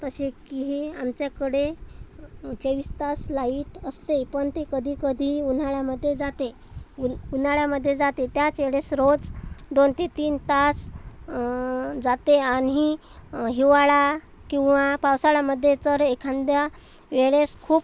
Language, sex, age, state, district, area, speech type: Marathi, female, 30-45, Maharashtra, Amravati, urban, spontaneous